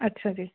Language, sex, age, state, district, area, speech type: Punjabi, female, 45-60, Punjab, Fatehgarh Sahib, rural, conversation